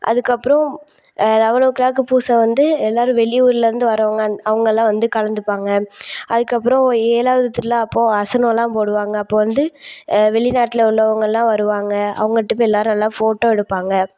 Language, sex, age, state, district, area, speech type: Tamil, female, 18-30, Tamil Nadu, Thoothukudi, urban, spontaneous